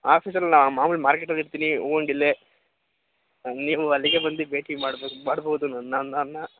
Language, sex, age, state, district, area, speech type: Kannada, male, 18-30, Karnataka, Mandya, rural, conversation